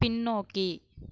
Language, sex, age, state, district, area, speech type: Tamil, female, 18-30, Tamil Nadu, Kallakurichi, rural, read